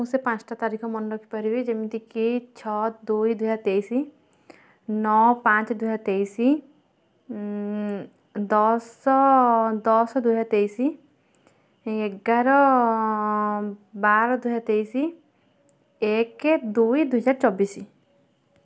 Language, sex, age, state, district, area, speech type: Odia, female, 18-30, Odisha, Kendujhar, urban, spontaneous